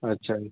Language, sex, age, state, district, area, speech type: Marathi, male, 18-30, Maharashtra, Wardha, urban, conversation